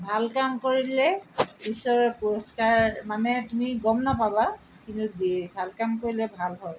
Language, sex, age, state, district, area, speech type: Assamese, female, 60+, Assam, Tinsukia, rural, spontaneous